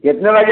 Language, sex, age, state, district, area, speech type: Hindi, male, 60+, Bihar, Muzaffarpur, rural, conversation